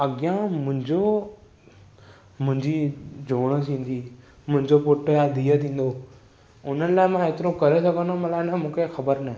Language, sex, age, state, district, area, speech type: Sindhi, male, 18-30, Maharashtra, Thane, urban, spontaneous